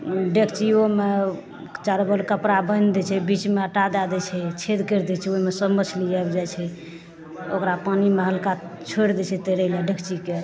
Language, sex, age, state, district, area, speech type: Maithili, female, 45-60, Bihar, Madhepura, rural, spontaneous